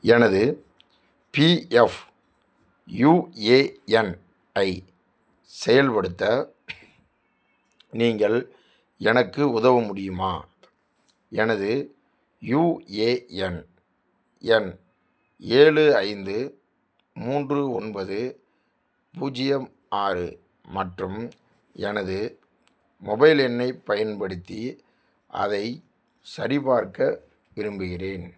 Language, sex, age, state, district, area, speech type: Tamil, male, 45-60, Tamil Nadu, Theni, rural, read